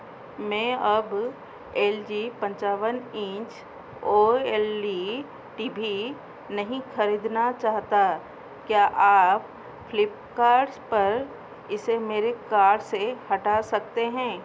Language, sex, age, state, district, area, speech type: Hindi, female, 45-60, Madhya Pradesh, Chhindwara, rural, read